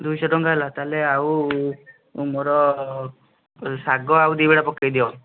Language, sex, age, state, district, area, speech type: Odia, male, 18-30, Odisha, Puri, urban, conversation